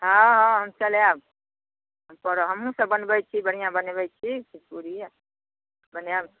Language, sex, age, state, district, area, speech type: Maithili, female, 45-60, Bihar, Samastipur, rural, conversation